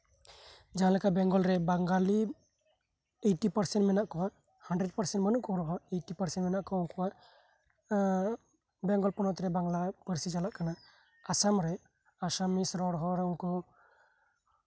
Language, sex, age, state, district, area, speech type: Santali, male, 18-30, West Bengal, Birbhum, rural, spontaneous